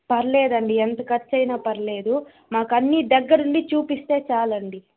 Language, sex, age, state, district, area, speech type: Telugu, female, 30-45, Andhra Pradesh, Chittoor, urban, conversation